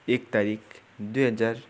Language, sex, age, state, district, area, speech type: Nepali, male, 18-30, West Bengal, Darjeeling, rural, spontaneous